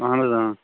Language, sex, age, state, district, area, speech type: Kashmiri, male, 30-45, Jammu and Kashmir, Kulgam, rural, conversation